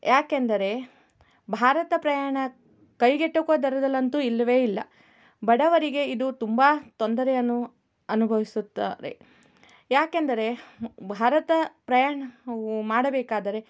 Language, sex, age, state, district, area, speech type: Kannada, female, 30-45, Karnataka, Shimoga, rural, spontaneous